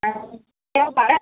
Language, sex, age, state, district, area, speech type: Assamese, female, 18-30, Assam, Majuli, urban, conversation